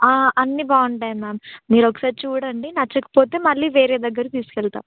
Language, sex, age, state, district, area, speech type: Telugu, female, 18-30, Telangana, Ranga Reddy, urban, conversation